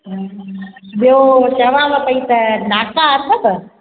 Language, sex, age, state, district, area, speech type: Sindhi, female, 30-45, Gujarat, Junagadh, rural, conversation